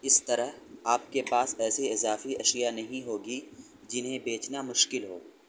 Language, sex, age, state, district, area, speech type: Urdu, male, 18-30, Delhi, North West Delhi, urban, read